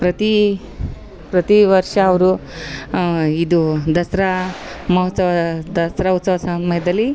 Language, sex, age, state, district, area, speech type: Kannada, female, 45-60, Karnataka, Vijayanagara, rural, spontaneous